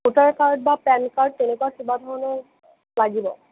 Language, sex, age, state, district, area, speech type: Assamese, male, 30-45, Assam, Nalbari, rural, conversation